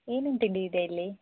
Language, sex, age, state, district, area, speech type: Kannada, female, 18-30, Karnataka, Shimoga, rural, conversation